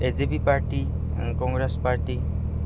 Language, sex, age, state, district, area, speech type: Assamese, male, 18-30, Assam, Goalpara, rural, spontaneous